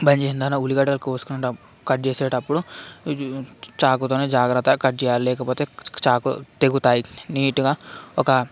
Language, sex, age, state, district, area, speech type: Telugu, male, 18-30, Telangana, Vikarabad, urban, spontaneous